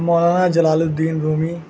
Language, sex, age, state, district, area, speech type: Urdu, male, 18-30, Uttar Pradesh, Azamgarh, rural, spontaneous